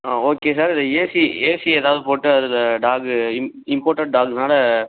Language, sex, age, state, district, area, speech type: Tamil, male, 18-30, Tamil Nadu, Ariyalur, rural, conversation